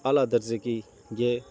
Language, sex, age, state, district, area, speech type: Urdu, male, 18-30, Bihar, Saharsa, urban, spontaneous